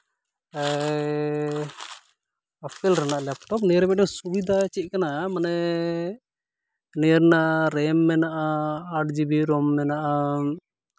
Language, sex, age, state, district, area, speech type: Santali, male, 30-45, West Bengal, Malda, rural, spontaneous